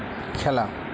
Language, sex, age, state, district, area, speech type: Bengali, male, 18-30, West Bengal, Purba Bardhaman, urban, read